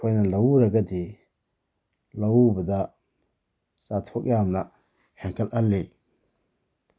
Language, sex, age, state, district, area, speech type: Manipuri, male, 30-45, Manipur, Bishnupur, rural, spontaneous